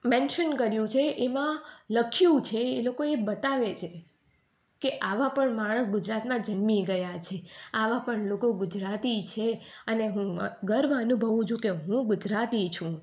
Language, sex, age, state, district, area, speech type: Gujarati, female, 18-30, Gujarat, Surat, urban, spontaneous